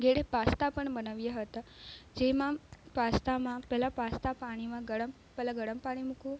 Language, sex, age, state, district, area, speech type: Gujarati, female, 18-30, Gujarat, Narmada, rural, spontaneous